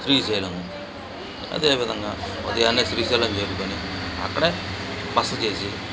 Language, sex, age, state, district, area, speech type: Telugu, male, 45-60, Andhra Pradesh, Bapatla, urban, spontaneous